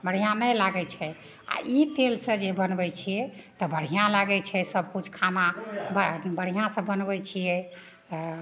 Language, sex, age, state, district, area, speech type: Maithili, female, 60+, Bihar, Madhepura, rural, spontaneous